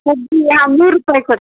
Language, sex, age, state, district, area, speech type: Kannada, male, 18-30, Karnataka, Shimoga, rural, conversation